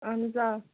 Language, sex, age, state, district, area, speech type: Kashmiri, female, 45-60, Jammu and Kashmir, Ganderbal, rural, conversation